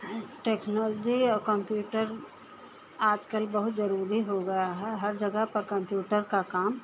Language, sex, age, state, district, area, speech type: Hindi, female, 60+, Uttar Pradesh, Lucknow, rural, spontaneous